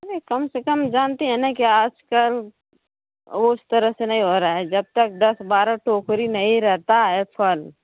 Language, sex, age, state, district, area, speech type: Hindi, female, 30-45, Uttar Pradesh, Mau, rural, conversation